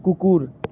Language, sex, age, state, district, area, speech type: Bengali, male, 60+, West Bengal, Purba Bardhaman, rural, read